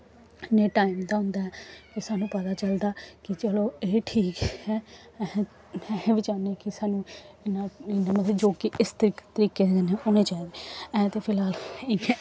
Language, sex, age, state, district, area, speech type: Dogri, female, 18-30, Jammu and Kashmir, Samba, rural, spontaneous